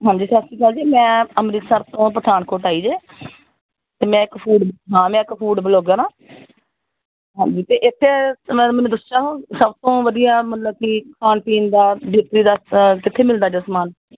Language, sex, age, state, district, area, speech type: Punjabi, female, 45-60, Punjab, Pathankot, rural, conversation